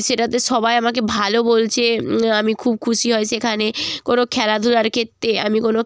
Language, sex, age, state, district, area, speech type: Bengali, female, 18-30, West Bengal, Jalpaiguri, rural, spontaneous